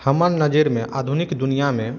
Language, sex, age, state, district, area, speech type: Maithili, male, 45-60, Bihar, Madhubani, urban, spontaneous